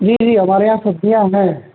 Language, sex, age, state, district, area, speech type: Hindi, male, 18-30, Uttar Pradesh, Azamgarh, rural, conversation